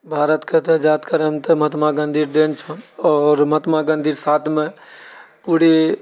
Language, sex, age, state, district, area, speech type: Maithili, male, 60+, Bihar, Purnia, rural, spontaneous